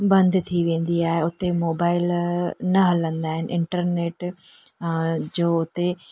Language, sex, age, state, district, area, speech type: Sindhi, female, 45-60, Gujarat, Junagadh, urban, spontaneous